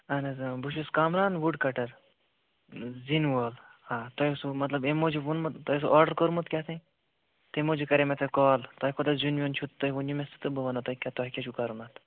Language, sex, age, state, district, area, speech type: Kashmiri, male, 18-30, Jammu and Kashmir, Bandipora, rural, conversation